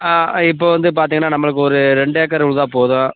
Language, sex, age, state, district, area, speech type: Tamil, male, 45-60, Tamil Nadu, Theni, rural, conversation